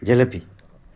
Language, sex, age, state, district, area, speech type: Assamese, male, 45-60, Assam, Golaghat, rural, spontaneous